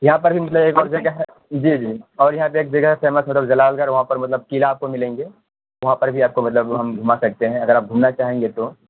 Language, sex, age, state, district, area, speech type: Urdu, male, 18-30, Bihar, Purnia, rural, conversation